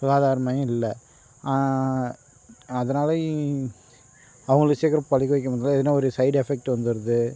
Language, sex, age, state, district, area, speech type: Tamil, male, 30-45, Tamil Nadu, Dharmapuri, rural, spontaneous